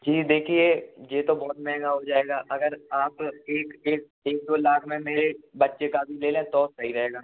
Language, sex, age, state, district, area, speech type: Hindi, male, 18-30, Madhya Pradesh, Gwalior, urban, conversation